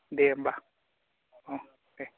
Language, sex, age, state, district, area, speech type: Bodo, male, 18-30, Assam, Baksa, rural, conversation